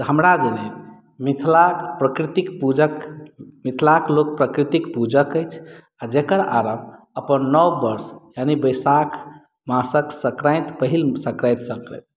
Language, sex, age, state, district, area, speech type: Maithili, male, 30-45, Bihar, Madhubani, rural, spontaneous